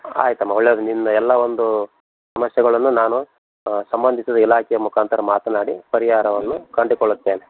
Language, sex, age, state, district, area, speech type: Kannada, male, 45-60, Karnataka, Koppal, rural, conversation